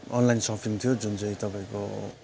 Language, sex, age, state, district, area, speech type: Nepali, male, 45-60, West Bengal, Kalimpong, rural, spontaneous